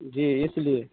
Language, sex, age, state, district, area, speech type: Hindi, male, 30-45, Bihar, Darbhanga, rural, conversation